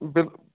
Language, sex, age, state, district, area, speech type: Kashmiri, male, 30-45, Jammu and Kashmir, Baramulla, urban, conversation